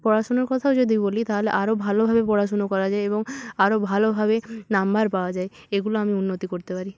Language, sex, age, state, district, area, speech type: Bengali, female, 18-30, West Bengal, Purba Medinipur, rural, spontaneous